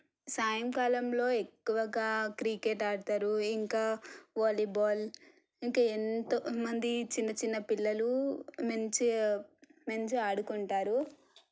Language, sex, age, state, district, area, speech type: Telugu, female, 18-30, Telangana, Suryapet, urban, spontaneous